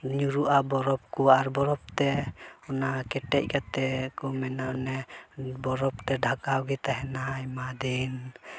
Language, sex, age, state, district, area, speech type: Santali, male, 18-30, Jharkhand, Pakur, rural, spontaneous